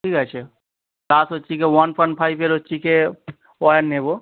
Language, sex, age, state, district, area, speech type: Bengali, male, 30-45, West Bengal, Howrah, urban, conversation